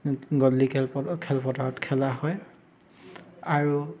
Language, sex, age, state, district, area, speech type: Assamese, male, 30-45, Assam, Dibrugarh, rural, spontaneous